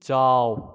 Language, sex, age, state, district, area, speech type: Manipuri, male, 18-30, Manipur, Kakching, rural, read